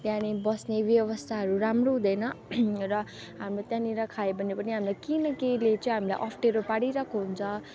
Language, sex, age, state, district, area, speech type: Nepali, female, 30-45, West Bengal, Darjeeling, rural, spontaneous